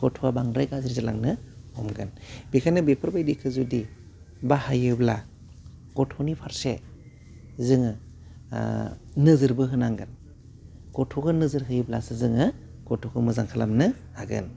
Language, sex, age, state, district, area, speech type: Bodo, male, 30-45, Assam, Udalguri, rural, spontaneous